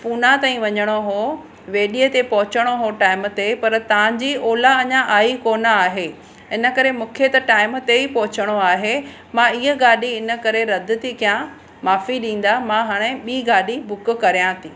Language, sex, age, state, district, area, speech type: Sindhi, female, 45-60, Maharashtra, Pune, urban, spontaneous